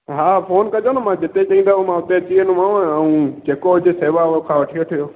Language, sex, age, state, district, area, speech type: Sindhi, male, 18-30, Madhya Pradesh, Katni, urban, conversation